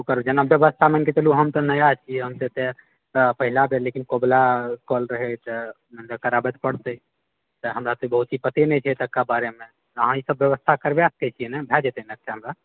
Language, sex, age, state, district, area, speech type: Maithili, male, 45-60, Bihar, Purnia, rural, conversation